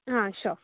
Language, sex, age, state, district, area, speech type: Hindi, female, 18-30, Madhya Pradesh, Bhopal, urban, conversation